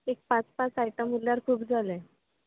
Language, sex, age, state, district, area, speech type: Goan Konkani, female, 30-45, Goa, Quepem, rural, conversation